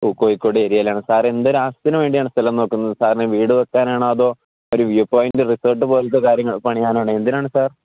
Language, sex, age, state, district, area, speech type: Malayalam, male, 18-30, Kerala, Kozhikode, rural, conversation